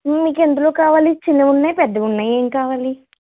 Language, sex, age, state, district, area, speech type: Telugu, female, 18-30, Telangana, Vikarabad, urban, conversation